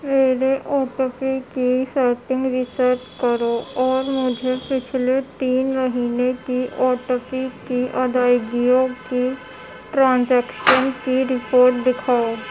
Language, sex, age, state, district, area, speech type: Urdu, female, 18-30, Uttar Pradesh, Gautam Buddha Nagar, urban, read